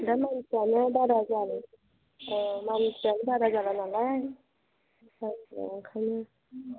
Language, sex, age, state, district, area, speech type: Bodo, female, 30-45, Assam, Chirang, rural, conversation